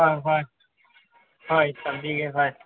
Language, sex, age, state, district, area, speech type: Manipuri, male, 18-30, Manipur, Senapati, rural, conversation